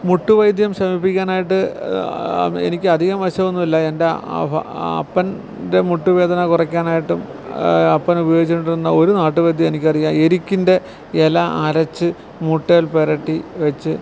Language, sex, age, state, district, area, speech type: Malayalam, male, 45-60, Kerala, Alappuzha, rural, spontaneous